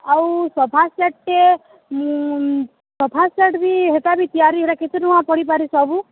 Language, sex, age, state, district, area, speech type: Odia, female, 18-30, Odisha, Balangir, urban, conversation